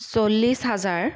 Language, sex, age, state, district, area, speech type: Assamese, female, 30-45, Assam, Dhemaji, rural, spontaneous